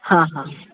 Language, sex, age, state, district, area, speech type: Marathi, male, 45-60, Maharashtra, Yavatmal, urban, conversation